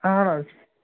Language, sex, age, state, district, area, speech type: Kashmiri, male, 18-30, Jammu and Kashmir, Kulgam, rural, conversation